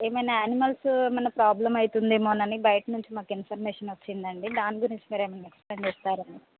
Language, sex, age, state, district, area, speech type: Telugu, female, 30-45, Telangana, Hanamkonda, urban, conversation